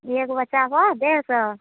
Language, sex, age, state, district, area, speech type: Maithili, female, 60+, Bihar, Araria, rural, conversation